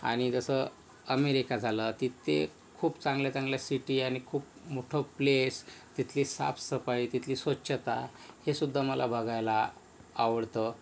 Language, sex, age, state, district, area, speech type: Marathi, male, 60+, Maharashtra, Yavatmal, rural, spontaneous